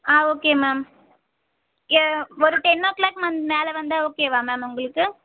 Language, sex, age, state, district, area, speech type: Tamil, female, 18-30, Tamil Nadu, Vellore, urban, conversation